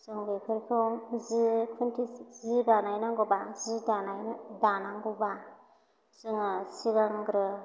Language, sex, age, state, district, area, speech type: Bodo, female, 30-45, Assam, Chirang, urban, spontaneous